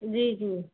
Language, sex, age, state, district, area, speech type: Hindi, female, 45-60, Uttar Pradesh, Azamgarh, urban, conversation